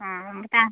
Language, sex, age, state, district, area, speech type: Odia, female, 30-45, Odisha, Nayagarh, rural, conversation